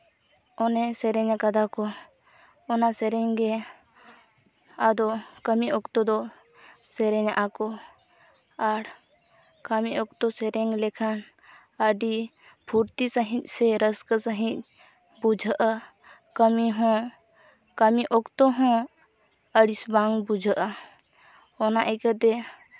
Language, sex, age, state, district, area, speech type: Santali, female, 18-30, West Bengal, Purulia, rural, spontaneous